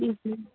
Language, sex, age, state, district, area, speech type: Urdu, female, 30-45, Delhi, North East Delhi, urban, conversation